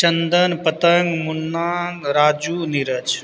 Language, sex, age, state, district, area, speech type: Maithili, male, 30-45, Bihar, Purnia, rural, spontaneous